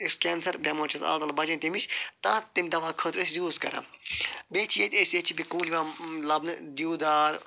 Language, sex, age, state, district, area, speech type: Kashmiri, male, 45-60, Jammu and Kashmir, Budgam, urban, spontaneous